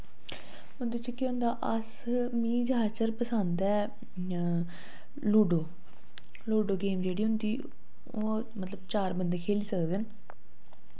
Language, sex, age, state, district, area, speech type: Dogri, female, 18-30, Jammu and Kashmir, Reasi, rural, spontaneous